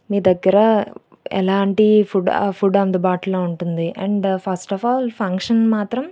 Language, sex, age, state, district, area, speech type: Telugu, female, 18-30, Andhra Pradesh, Anakapalli, rural, spontaneous